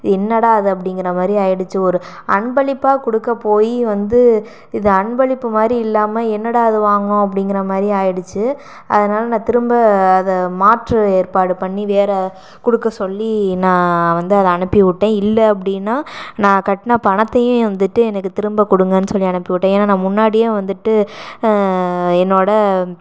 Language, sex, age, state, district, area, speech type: Tamil, female, 30-45, Tamil Nadu, Sivaganga, rural, spontaneous